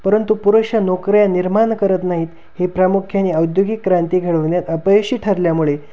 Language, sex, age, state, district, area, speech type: Marathi, male, 18-30, Maharashtra, Ahmednagar, rural, spontaneous